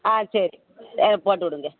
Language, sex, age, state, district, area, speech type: Tamil, female, 45-60, Tamil Nadu, Thoothukudi, rural, conversation